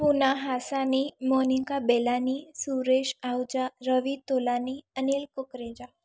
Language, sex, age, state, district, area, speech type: Sindhi, female, 18-30, Gujarat, Surat, urban, spontaneous